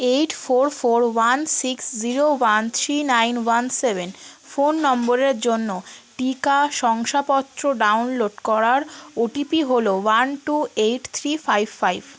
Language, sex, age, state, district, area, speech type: Bengali, female, 18-30, West Bengal, South 24 Parganas, rural, read